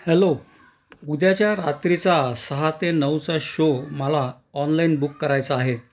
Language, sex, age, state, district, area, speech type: Marathi, male, 60+, Maharashtra, Nashik, urban, spontaneous